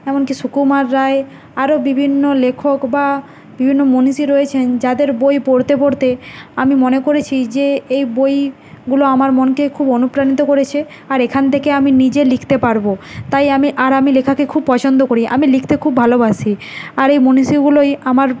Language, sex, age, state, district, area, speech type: Bengali, female, 30-45, West Bengal, Nadia, urban, spontaneous